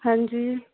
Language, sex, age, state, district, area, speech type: Punjabi, female, 30-45, Punjab, Amritsar, urban, conversation